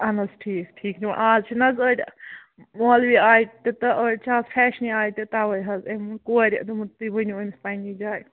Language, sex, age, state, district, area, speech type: Kashmiri, female, 45-60, Jammu and Kashmir, Ganderbal, rural, conversation